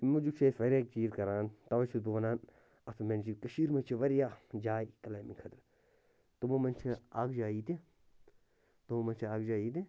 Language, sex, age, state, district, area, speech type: Kashmiri, male, 30-45, Jammu and Kashmir, Bandipora, rural, spontaneous